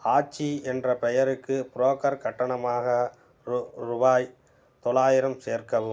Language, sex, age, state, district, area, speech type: Tamil, male, 45-60, Tamil Nadu, Tiruppur, urban, read